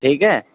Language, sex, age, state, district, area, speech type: Urdu, male, 18-30, Uttar Pradesh, Gautam Buddha Nagar, rural, conversation